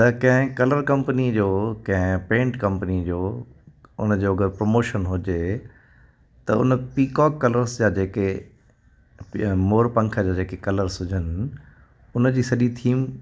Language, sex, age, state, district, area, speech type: Sindhi, male, 45-60, Gujarat, Kutch, urban, spontaneous